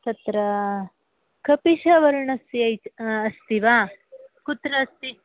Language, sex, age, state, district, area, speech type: Sanskrit, female, 60+, Karnataka, Bangalore Urban, urban, conversation